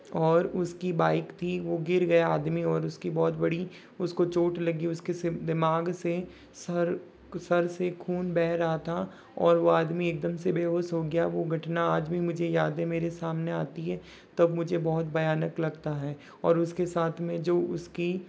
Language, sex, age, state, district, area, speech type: Hindi, male, 60+, Rajasthan, Jodhpur, rural, spontaneous